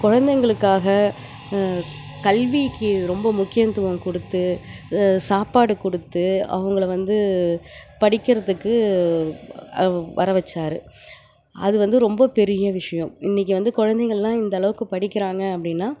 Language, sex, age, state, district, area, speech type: Tamil, female, 30-45, Tamil Nadu, Nagapattinam, rural, spontaneous